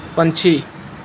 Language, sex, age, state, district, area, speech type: Punjabi, male, 18-30, Punjab, Mohali, rural, read